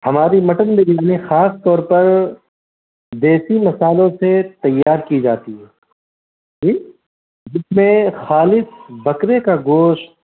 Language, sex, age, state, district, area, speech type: Urdu, male, 30-45, Bihar, Gaya, urban, conversation